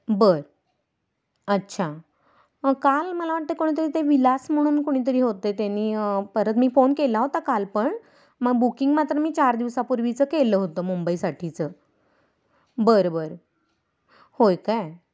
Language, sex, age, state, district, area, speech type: Marathi, female, 45-60, Maharashtra, Kolhapur, urban, spontaneous